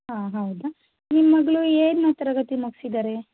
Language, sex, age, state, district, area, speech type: Kannada, female, 18-30, Karnataka, Shimoga, rural, conversation